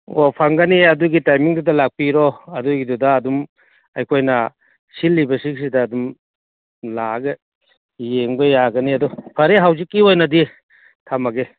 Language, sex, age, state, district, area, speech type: Manipuri, male, 60+, Manipur, Churachandpur, urban, conversation